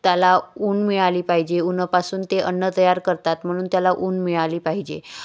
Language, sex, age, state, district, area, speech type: Marathi, female, 30-45, Maharashtra, Wardha, rural, spontaneous